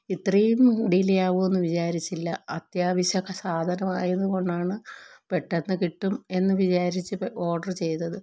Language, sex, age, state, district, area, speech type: Malayalam, female, 45-60, Kerala, Thiruvananthapuram, rural, spontaneous